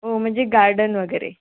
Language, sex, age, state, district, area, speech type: Marathi, female, 18-30, Maharashtra, Wardha, rural, conversation